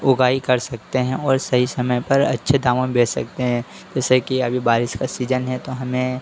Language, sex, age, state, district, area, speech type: Hindi, male, 30-45, Madhya Pradesh, Harda, urban, spontaneous